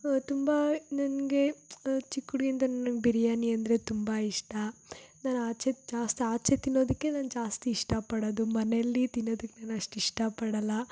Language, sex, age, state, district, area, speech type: Kannada, female, 18-30, Karnataka, Tumkur, urban, spontaneous